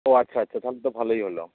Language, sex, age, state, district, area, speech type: Bengali, male, 30-45, West Bengal, Darjeeling, rural, conversation